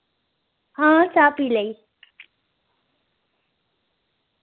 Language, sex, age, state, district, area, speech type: Dogri, female, 18-30, Jammu and Kashmir, Reasi, urban, conversation